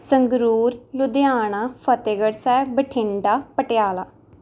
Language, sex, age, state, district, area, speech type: Punjabi, female, 18-30, Punjab, Rupnagar, rural, spontaneous